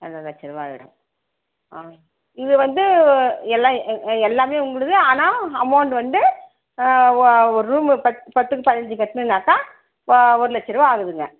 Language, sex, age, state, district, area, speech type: Tamil, female, 45-60, Tamil Nadu, Dharmapuri, rural, conversation